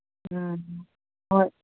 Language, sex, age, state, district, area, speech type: Manipuri, female, 60+, Manipur, Kangpokpi, urban, conversation